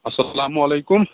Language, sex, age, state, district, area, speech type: Kashmiri, male, 18-30, Jammu and Kashmir, Pulwama, rural, conversation